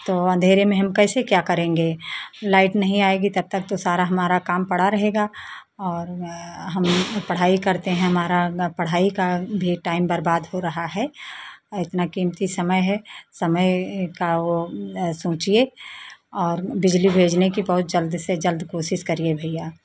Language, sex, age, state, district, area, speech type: Hindi, female, 45-60, Uttar Pradesh, Lucknow, rural, spontaneous